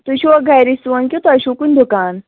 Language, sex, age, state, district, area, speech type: Kashmiri, female, 45-60, Jammu and Kashmir, Anantnag, rural, conversation